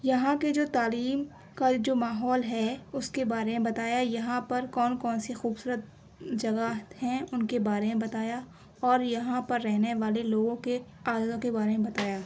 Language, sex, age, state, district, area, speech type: Urdu, female, 18-30, Uttar Pradesh, Aligarh, urban, spontaneous